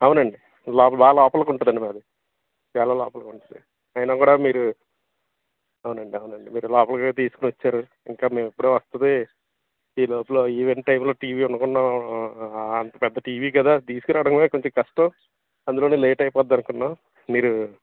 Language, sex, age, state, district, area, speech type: Telugu, male, 30-45, Andhra Pradesh, Alluri Sitarama Raju, urban, conversation